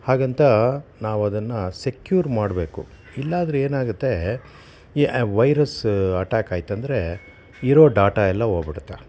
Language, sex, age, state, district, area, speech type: Kannada, male, 60+, Karnataka, Bangalore Urban, urban, spontaneous